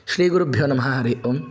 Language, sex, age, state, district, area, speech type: Sanskrit, male, 18-30, Andhra Pradesh, Kadapa, urban, spontaneous